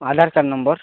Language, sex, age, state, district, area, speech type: Odia, male, 18-30, Odisha, Nabarangpur, urban, conversation